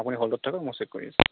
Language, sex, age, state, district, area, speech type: Assamese, male, 60+, Assam, Morigaon, rural, conversation